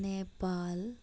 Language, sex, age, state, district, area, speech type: Assamese, female, 30-45, Assam, Sonitpur, rural, spontaneous